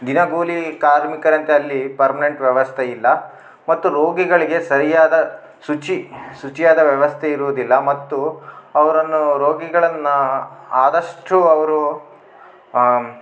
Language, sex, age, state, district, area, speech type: Kannada, male, 18-30, Karnataka, Bellary, rural, spontaneous